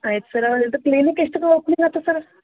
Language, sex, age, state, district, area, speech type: Kannada, female, 30-45, Karnataka, Gulbarga, urban, conversation